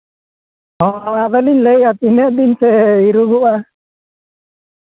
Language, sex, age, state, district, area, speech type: Santali, male, 45-60, Jharkhand, East Singhbhum, rural, conversation